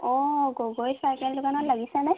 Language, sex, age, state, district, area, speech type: Assamese, female, 18-30, Assam, Sivasagar, urban, conversation